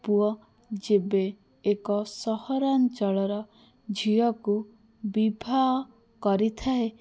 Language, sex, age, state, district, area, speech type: Odia, female, 18-30, Odisha, Bhadrak, rural, spontaneous